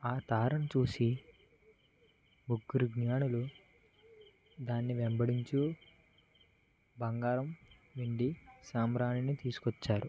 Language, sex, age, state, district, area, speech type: Telugu, male, 18-30, Andhra Pradesh, West Godavari, rural, spontaneous